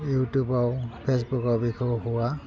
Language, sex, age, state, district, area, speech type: Bodo, male, 45-60, Assam, Udalguri, rural, spontaneous